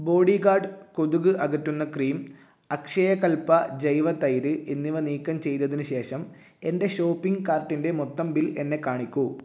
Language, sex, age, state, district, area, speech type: Malayalam, male, 18-30, Kerala, Kozhikode, urban, read